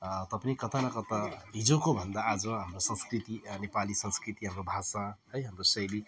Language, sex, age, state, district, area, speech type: Nepali, male, 30-45, West Bengal, Alipurduar, urban, spontaneous